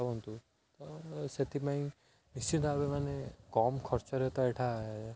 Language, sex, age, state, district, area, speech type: Odia, male, 18-30, Odisha, Jagatsinghpur, rural, spontaneous